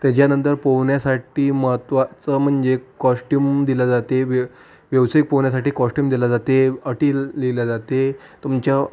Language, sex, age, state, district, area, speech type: Marathi, male, 30-45, Maharashtra, Amravati, rural, spontaneous